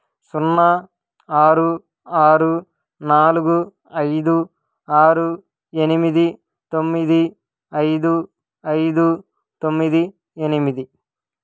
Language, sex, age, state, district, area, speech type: Telugu, male, 18-30, Andhra Pradesh, Krishna, urban, read